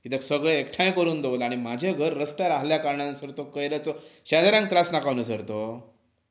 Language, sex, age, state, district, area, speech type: Goan Konkani, male, 30-45, Goa, Pernem, rural, spontaneous